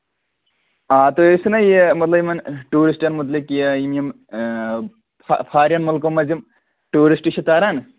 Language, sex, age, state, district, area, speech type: Kashmiri, male, 18-30, Jammu and Kashmir, Anantnag, rural, conversation